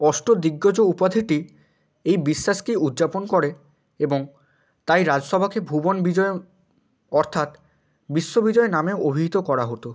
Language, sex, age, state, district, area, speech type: Bengali, male, 18-30, West Bengal, Bankura, urban, read